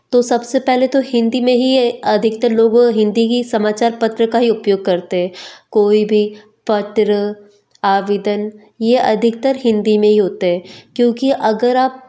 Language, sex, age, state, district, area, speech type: Hindi, female, 18-30, Madhya Pradesh, Betul, urban, spontaneous